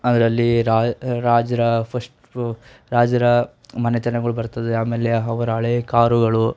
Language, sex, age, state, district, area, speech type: Kannada, male, 18-30, Karnataka, Mysore, rural, spontaneous